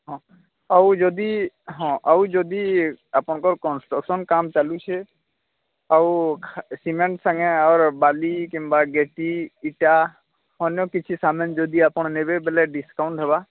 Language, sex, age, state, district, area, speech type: Odia, male, 45-60, Odisha, Nuapada, urban, conversation